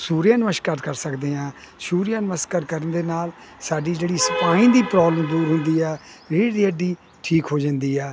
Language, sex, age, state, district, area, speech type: Punjabi, male, 60+, Punjab, Hoshiarpur, rural, spontaneous